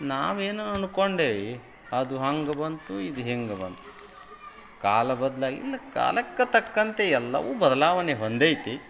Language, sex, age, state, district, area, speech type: Kannada, male, 45-60, Karnataka, Koppal, rural, spontaneous